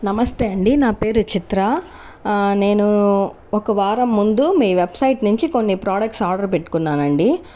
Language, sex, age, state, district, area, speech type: Telugu, other, 30-45, Andhra Pradesh, Chittoor, rural, spontaneous